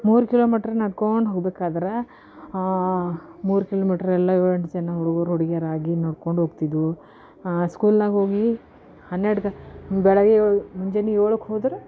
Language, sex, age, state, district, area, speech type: Kannada, female, 45-60, Karnataka, Bidar, urban, spontaneous